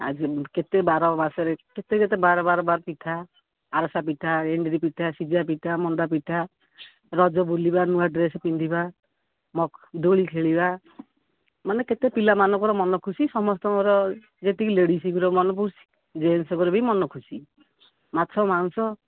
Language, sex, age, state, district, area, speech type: Odia, female, 45-60, Odisha, Angul, rural, conversation